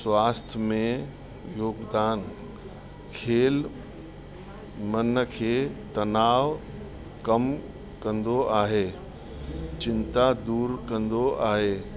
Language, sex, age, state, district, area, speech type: Sindhi, male, 60+, Uttar Pradesh, Lucknow, rural, spontaneous